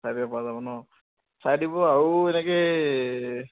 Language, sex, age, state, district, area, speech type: Assamese, male, 18-30, Assam, Dibrugarh, urban, conversation